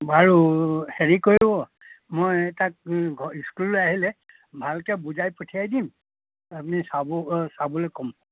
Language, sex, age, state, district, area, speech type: Assamese, male, 60+, Assam, Dibrugarh, rural, conversation